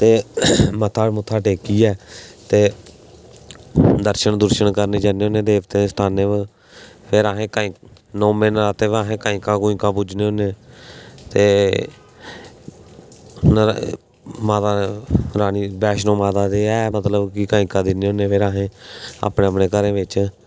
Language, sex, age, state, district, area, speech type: Dogri, male, 18-30, Jammu and Kashmir, Samba, rural, spontaneous